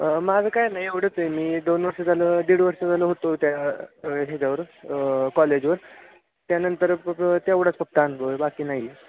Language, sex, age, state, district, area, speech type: Marathi, male, 18-30, Maharashtra, Satara, urban, conversation